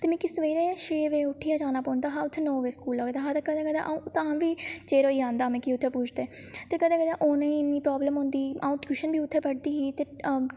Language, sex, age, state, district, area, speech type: Dogri, female, 18-30, Jammu and Kashmir, Reasi, rural, spontaneous